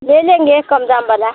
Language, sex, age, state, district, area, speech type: Hindi, female, 60+, Bihar, Vaishali, rural, conversation